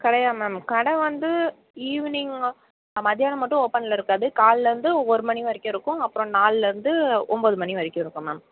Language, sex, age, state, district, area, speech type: Tamil, female, 18-30, Tamil Nadu, Mayiladuthurai, rural, conversation